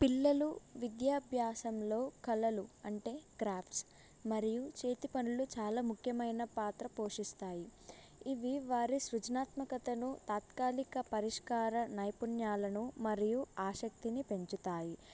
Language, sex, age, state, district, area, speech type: Telugu, female, 18-30, Telangana, Sangareddy, rural, spontaneous